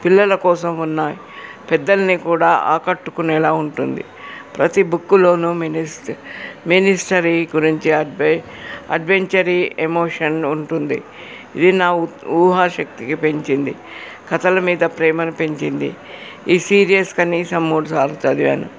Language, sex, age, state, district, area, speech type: Telugu, female, 60+, Telangana, Hyderabad, urban, spontaneous